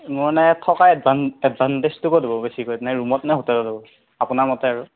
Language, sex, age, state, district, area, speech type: Assamese, male, 18-30, Assam, Darrang, rural, conversation